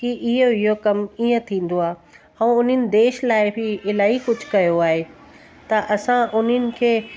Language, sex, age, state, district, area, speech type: Sindhi, female, 45-60, Delhi, South Delhi, urban, spontaneous